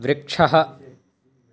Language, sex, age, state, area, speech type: Sanskrit, male, 18-30, Bihar, rural, read